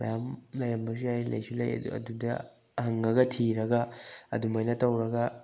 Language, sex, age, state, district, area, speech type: Manipuri, male, 18-30, Manipur, Bishnupur, rural, spontaneous